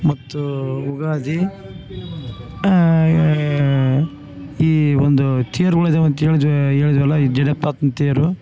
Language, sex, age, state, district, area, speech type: Kannada, male, 45-60, Karnataka, Bellary, rural, spontaneous